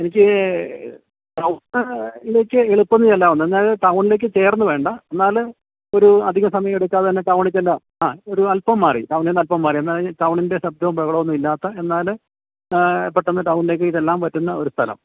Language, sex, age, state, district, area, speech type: Malayalam, male, 60+, Kerala, Idukki, rural, conversation